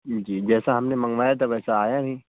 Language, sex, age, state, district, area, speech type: Urdu, male, 18-30, Uttar Pradesh, Muzaffarnagar, urban, conversation